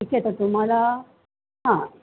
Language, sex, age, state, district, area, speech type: Marathi, female, 45-60, Maharashtra, Mumbai Suburban, urban, conversation